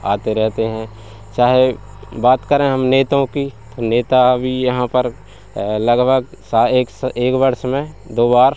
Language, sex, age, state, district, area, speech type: Hindi, male, 30-45, Madhya Pradesh, Hoshangabad, rural, spontaneous